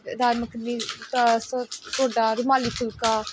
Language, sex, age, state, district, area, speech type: Punjabi, female, 18-30, Punjab, Pathankot, rural, spontaneous